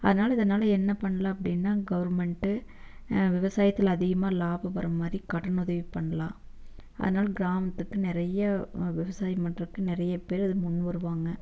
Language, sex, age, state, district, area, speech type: Tamil, female, 30-45, Tamil Nadu, Erode, rural, spontaneous